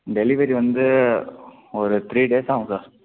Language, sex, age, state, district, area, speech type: Tamil, male, 18-30, Tamil Nadu, Thanjavur, rural, conversation